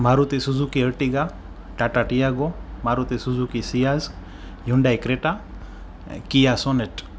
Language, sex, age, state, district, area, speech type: Gujarati, male, 30-45, Gujarat, Rajkot, urban, spontaneous